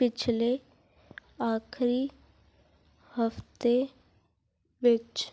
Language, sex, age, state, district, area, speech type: Punjabi, female, 18-30, Punjab, Muktsar, urban, read